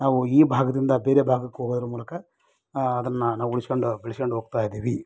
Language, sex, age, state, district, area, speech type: Kannada, male, 30-45, Karnataka, Bellary, rural, spontaneous